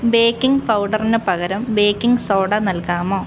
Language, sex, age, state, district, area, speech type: Malayalam, female, 18-30, Kerala, Kottayam, rural, read